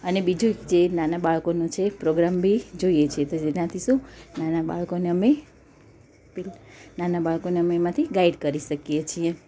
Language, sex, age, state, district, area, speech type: Gujarati, female, 30-45, Gujarat, Surat, urban, spontaneous